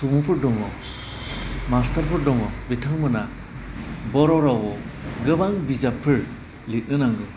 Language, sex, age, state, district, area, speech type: Bodo, male, 45-60, Assam, Udalguri, urban, spontaneous